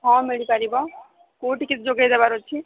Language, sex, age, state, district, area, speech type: Odia, female, 18-30, Odisha, Sambalpur, rural, conversation